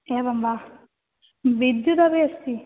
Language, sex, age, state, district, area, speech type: Sanskrit, female, 18-30, Kerala, Malappuram, urban, conversation